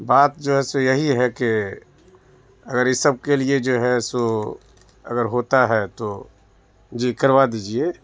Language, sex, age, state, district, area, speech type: Urdu, male, 30-45, Bihar, Madhubani, rural, spontaneous